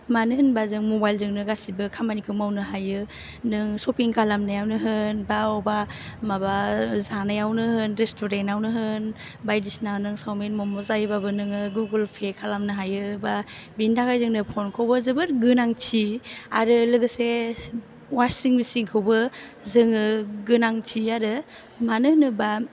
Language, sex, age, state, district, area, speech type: Bodo, female, 30-45, Assam, Chirang, urban, spontaneous